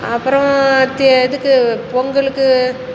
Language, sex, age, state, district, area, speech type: Tamil, female, 60+, Tamil Nadu, Salem, rural, spontaneous